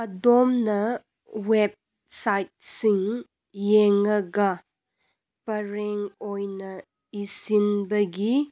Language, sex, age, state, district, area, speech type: Manipuri, female, 18-30, Manipur, Kangpokpi, urban, read